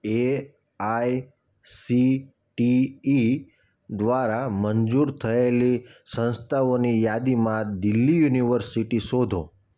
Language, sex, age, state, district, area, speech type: Gujarati, male, 30-45, Gujarat, Surat, urban, read